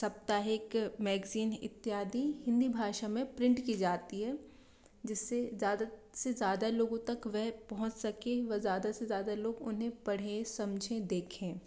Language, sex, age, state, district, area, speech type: Hindi, female, 18-30, Madhya Pradesh, Bhopal, urban, spontaneous